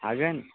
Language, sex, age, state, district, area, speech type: Bodo, male, 18-30, Assam, Baksa, rural, conversation